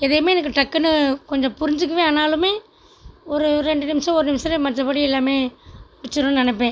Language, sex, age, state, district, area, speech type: Tamil, female, 45-60, Tamil Nadu, Tiruchirappalli, rural, spontaneous